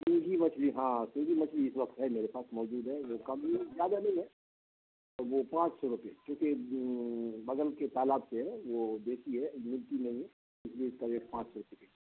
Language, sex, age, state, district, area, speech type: Urdu, male, 60+, Bihar, Khagaria, rural, conversation